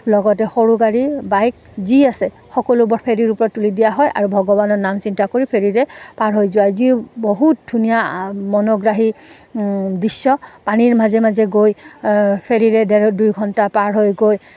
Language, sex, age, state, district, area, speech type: Assamese, female, 30-45, Assam, Udalguri, rural, spontaneous